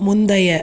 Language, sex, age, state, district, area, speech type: Tamil, female, 30-45, Tamil Nadu, Viluppuram, urban, read